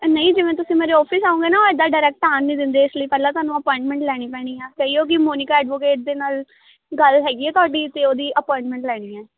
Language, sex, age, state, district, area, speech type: Punjabi, female, 18-30, Punjab, Ludhiana, rural, conversation